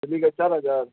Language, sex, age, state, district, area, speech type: Urdu, male, 18-30, Bihar, Gaya, urban, conversation